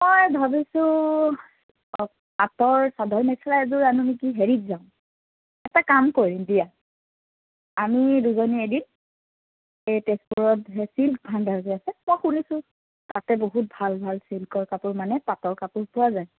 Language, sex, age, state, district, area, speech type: Assamese, female, 30-45, Assam, Sonitpur, rural, conversation